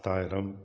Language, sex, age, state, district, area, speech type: Tamil, male, 60+, Tamil Nadu, Tiruppur, urban, spontaneous